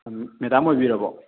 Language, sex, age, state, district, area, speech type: Manipuri, male, 18-30, Manipur, Thoubal, rural, conversation